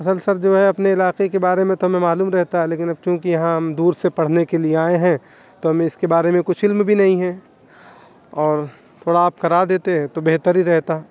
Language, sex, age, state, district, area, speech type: Urdu, male, 18-30, Uttar Pradesh, Muzaffarnagar, urban, spontaneous